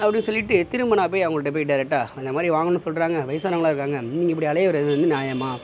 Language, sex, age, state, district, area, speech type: Tamil, male, 60+, Tamil Nadu, Mayiladuthurai, rural, spontaneous